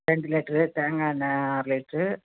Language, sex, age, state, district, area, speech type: Tamil, female, 60+, Tamil Nadu, Cuddalore, rural, conversation